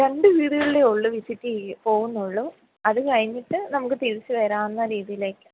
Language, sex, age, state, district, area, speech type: Malayalam, female, 30-45, Kerala, Kottayam, urban, conversation